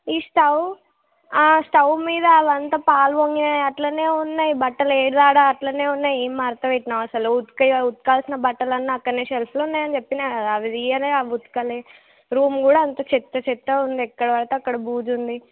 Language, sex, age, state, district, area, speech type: Telugu, female, 18-30, Telangana, Jagtial, urban, conversation